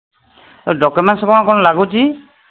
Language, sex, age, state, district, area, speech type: Odia, male, 45-60, Odisha, Sambalpur, rural, conversation